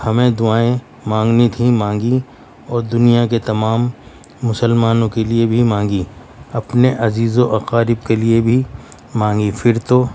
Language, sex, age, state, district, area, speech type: Urdu, male, 60+, Delhi, Central Delhi, urban, spontaneous